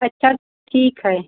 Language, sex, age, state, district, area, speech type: Hindi, female, 30-45, Uttar Pradesh, Pratapgarh, rural, conversation